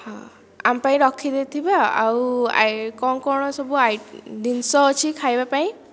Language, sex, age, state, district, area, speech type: Odia, female, 30-45, Odisha, Dhenkanal, rural, spontaneous